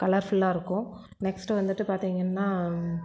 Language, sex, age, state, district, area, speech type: Tamil, female, 45-60, Tamil Nadu, Erode, rural, spontaneous